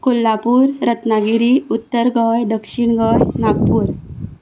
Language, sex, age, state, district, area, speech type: Goan Konkani, female, 18-30, Goa, Ponda, rural, spontaneous